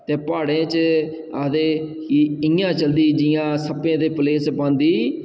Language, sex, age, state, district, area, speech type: Dogri, male, 30-45, Jammu and Kashmir, Jammu, rural, spontaneous